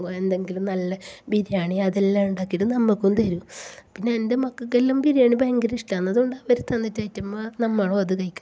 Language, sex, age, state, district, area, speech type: Malayalam, female, 45-60, Kerala, Kasaragod, urban, spontaneous